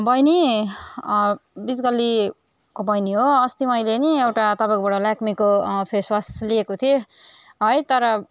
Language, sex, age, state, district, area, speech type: Nepali, female, 30-45, West Bengal, Darjeeling, rural, spontaneous